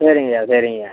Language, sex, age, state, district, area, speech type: Tamil, male, 60+, Tamil Nadu, Pudukkottai, rural, conversation